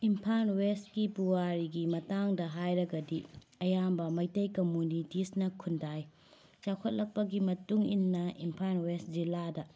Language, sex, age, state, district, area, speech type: Manipuri, female, 45-60, Manipur, Imphal West, urban, spontaneous